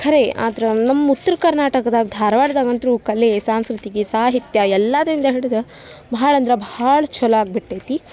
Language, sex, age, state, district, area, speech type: Kannada, female, 18-30, Karnataka, Dharwad, rural, spontaneous